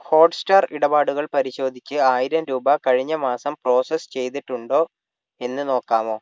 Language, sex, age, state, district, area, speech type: Malayalam, male, 60+, Kerala, Kozhikode, urban, read